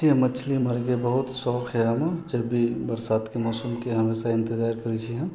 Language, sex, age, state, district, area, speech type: Maithili, male, 18-30, Bihar, Sitamarhi, rural, spontaneous